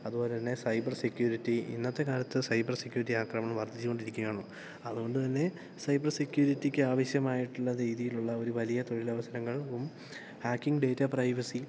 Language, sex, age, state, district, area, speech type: Malayalam, male, 18-30, Kerala, Idukki, rural, spontaneous